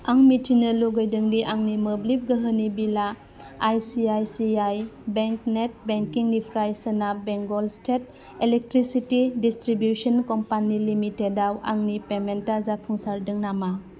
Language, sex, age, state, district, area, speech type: Bodo, female, 30-45, Assam, Udalguri, rural, read